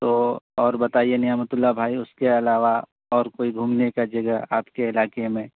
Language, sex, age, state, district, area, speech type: Urdu, male, 30-45, Bihar, Purnia, rural, conversation